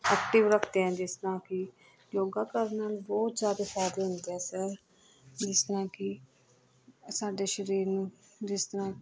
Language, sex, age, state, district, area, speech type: Punjabi, female, 30-45, Punjab, Pathankot, rural, spontaneous